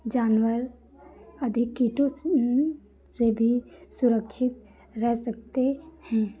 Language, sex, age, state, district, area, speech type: Hindi, female, 30-45, Uttar Pradesh, Lucknow, rural, spontaneous